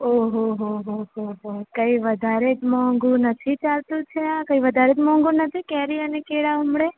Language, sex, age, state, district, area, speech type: Gujarati, female, 18-30, Gujarat, Valsad, rural, conversation